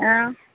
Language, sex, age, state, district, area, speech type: Odia, female, 45-60, Odisha, Sambalpur, rural, conversation